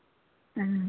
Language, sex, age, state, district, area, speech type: Hindi, female, 60+, Uttar Pradesh, Sitapur, rural, conversation